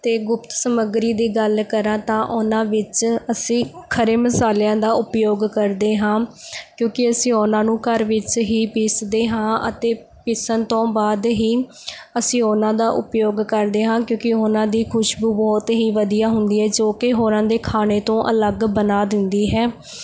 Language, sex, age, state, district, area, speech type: Punjabi, female, 18-30, Punjab, Mohali, rural, spontaneous